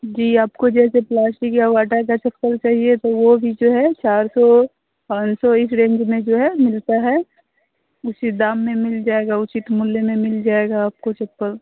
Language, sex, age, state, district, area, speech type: Hindi, female, 18-30, Bihar, Muzaffarpur, rural, conversation